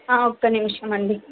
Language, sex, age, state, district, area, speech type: Telugu, female, 30-45, Andhra Pradesh, N T Rama Rao, urban, conversation